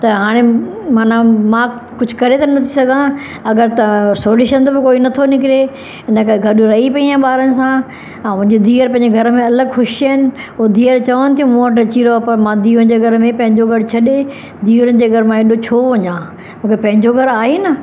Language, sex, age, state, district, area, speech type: Sindhi, female, 60+, Maharashtra, Mumbai Suburban, rural, spontaneous